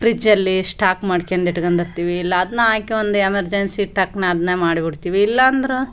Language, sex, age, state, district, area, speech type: Kannada, female, 30-45, Karnataka, Vijayanagara, rural, spontaneous